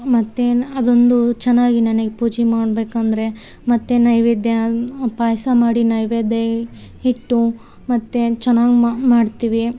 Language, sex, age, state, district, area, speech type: Kannada, female, 30-45, Karnataka, Vijayanagara, rural, spontaneous